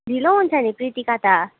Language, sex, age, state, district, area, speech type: Nepali, female, 18-30, West Bengal, Darjeeling, rural, conversation